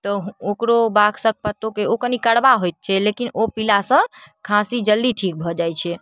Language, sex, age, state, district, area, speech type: Maithili, female, 18-30, Bihar, Darbhanga, rural, spontaneous